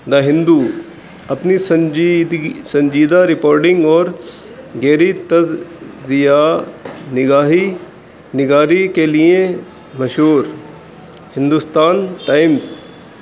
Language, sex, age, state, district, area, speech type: Urdu, male, 18-30, Uttar Pradesh, Rampur, urban, spontaneous